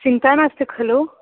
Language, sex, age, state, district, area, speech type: Sanskrit, female, 18-30, Karnataka, Shimoga, rural, conversation